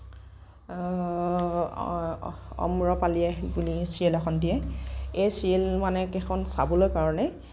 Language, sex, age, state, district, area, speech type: Assamese, female, 18-30, Assam, Nagaon, rural, spontaneous